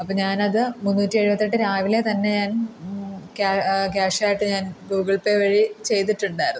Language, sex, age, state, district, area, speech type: Malayalam, female, 18-30, Kerala, Kottayam, rural, spontaneous